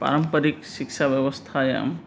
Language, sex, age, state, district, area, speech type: Sanskrit, male, 30-45, West Bengal, Purba Medinipur, rural, spontaneous